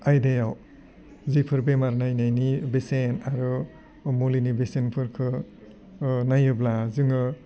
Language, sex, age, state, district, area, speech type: Bodo, male, 45-60, Assam, Udalguri, urban, spontaneous